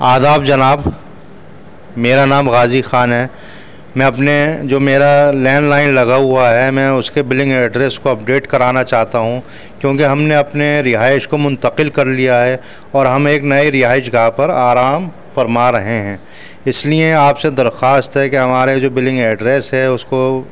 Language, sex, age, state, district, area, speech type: Urdu, male, 30-45, Delhi, New Delhi, urban, spontaneous